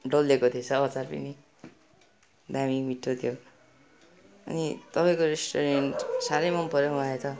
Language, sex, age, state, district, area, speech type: Nepali, male, 18-30, West Bengal, Darjeeling, rural, spontaneous